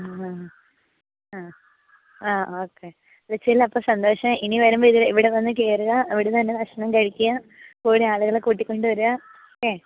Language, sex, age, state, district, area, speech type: Malayalam, female, 18-30, Kerala, Pathanamthitta, rural, conversation